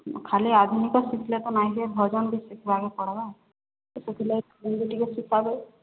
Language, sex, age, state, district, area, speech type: Odia, female, 30-45, Odisha, Boudh, rural, conversation